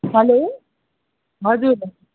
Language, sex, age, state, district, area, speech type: Nepali, female, 30-45, West Bengal, Jalpaiguri, rural, conversation